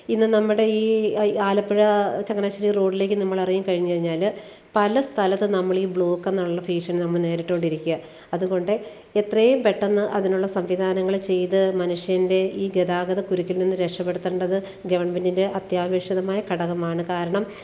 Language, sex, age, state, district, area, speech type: Malayalam, female, 45-60, Kerala, Alappuzha, rural, spontaneous